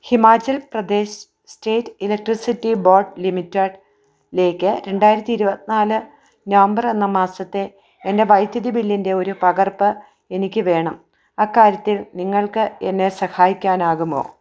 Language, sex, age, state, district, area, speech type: Malayalam, female, 30-45, Kerala, Idukki, rural, read